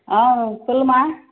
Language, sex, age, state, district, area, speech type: Tamil, female, 30-45, Tamil Nadu, Tirupattur, rural, conversation